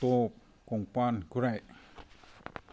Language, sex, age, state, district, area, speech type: Manipuri, male, 60+, Manipur, Imphal East, urban, spontaneous